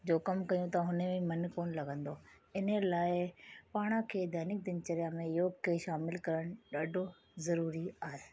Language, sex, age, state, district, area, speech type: Sindhi, female, 30-45, Rajasthan, Ajmer, urban, spontaneous